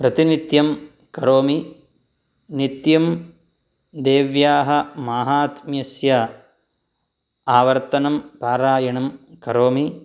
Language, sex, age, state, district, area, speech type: Sanskrit, male, 30-45, Karnataka, Shimoga, urban, spontaneous